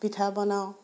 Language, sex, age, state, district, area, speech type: Assamese, female, 30-45, Assam, Biswanath, rural, spontaneous